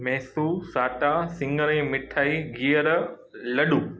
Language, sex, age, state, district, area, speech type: Sindhi, male, 30-45, Gujarat, Kutch, rural, spontaneous